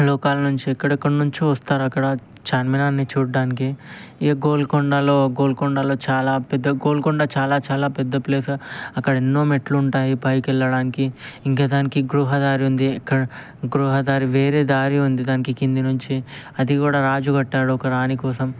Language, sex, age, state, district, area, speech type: Telugu, male, 18-30, Telangana, Ranga Reddy, urban, spontaneous